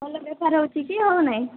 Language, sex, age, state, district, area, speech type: Odia, female, 18-30, Odisha, Nabarangpur, urban, conversation